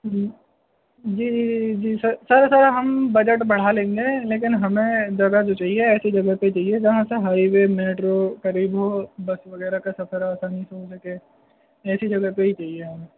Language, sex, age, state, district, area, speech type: Urdu, male, 18-30, Delhi, North West Delhi, urban, conversation